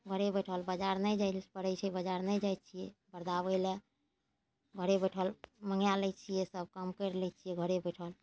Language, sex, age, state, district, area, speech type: Maithili, female, 60+, Bihar, Araria, rural, spontaneous